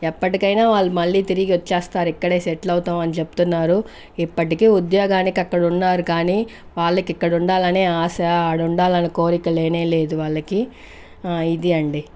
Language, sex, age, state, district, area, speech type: Telugu, female, 60+, Andhra Pradesh, Chittoor, urban, spontaneous